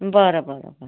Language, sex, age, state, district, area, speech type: Marathi, female, 45-60, Maharashtra, Washim, rural, conversation